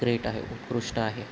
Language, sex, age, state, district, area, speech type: Marathi, male, 18-30, Maharashtra, Nanded, urban, spontaneous